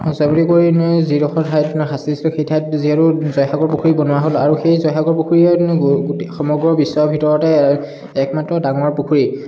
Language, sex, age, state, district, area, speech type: Assamese, male, 18-30, Assam, Charaideo, urban, spontaneous